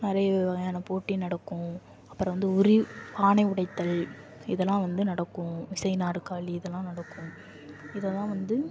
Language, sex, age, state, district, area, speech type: Tamil, female, 18-30, Tamil Nadu, Nagapattinam, rural, spontaneous